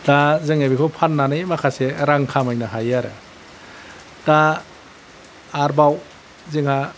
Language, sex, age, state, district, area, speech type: Bodo, male, 60+, Assam, Kokrajhar, urban, spontaneous